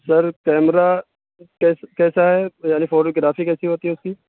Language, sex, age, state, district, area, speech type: Urdu, male, 18-30, Uttar Pradesh, Saharanpur, urban, conversation